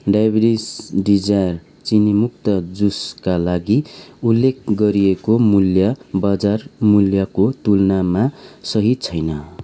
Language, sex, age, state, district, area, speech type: Nepali, male, 30-45, West Bengal, Kalimpong, rural, read